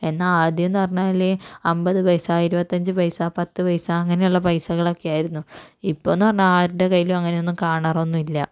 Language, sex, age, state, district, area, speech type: Malayalam, female, 45-60, Kerala, Kozhikode, urban, spontaneous